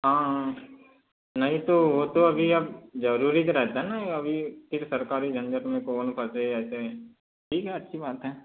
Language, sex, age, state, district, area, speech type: Hindi, male, 60+, Madhya Pradesh, Balaghat, rural, conversation